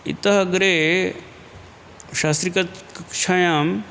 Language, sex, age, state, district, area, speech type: Sanskrit, male, 60+, Uttar Pradesh, Ghazipur, urban, spontaneous